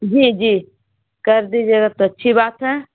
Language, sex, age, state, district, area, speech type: Urdu, female, 30-45, Bihar, Gaya, urban, conversation